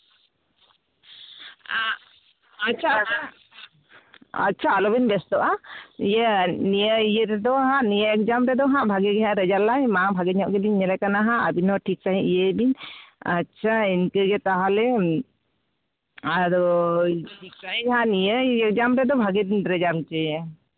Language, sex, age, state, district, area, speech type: Santali, female, 30-45, West Bengal, Jhargram, rural, conversation